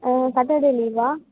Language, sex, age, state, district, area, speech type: Tamil, female, 18-30, Tamil Nadu, Mayiladuthurai, urban, conversation